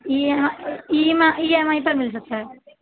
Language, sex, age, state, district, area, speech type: Urdu, female, 18-30, Uttar Pradesh, Gautam Buddha Nagar, rural, conversation